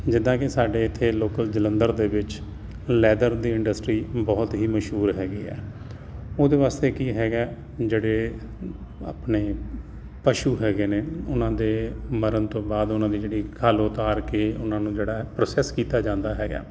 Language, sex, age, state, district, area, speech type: Punjabi, male, 45-60, Punjab, Jalandhar, urban, spontaneous